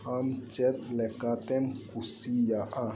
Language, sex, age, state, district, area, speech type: Santali, male, 30-45, West Bengal, Birbhum, rural, spontaneous